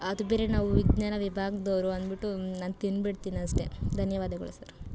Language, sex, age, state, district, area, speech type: Kannada, female, 18-30, Karnataka, Chikkaballapur, rural, spontaneous